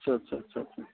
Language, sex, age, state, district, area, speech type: Marathi, male, 45-60, Maharashtra, Mumbai Suburban, urban, conversation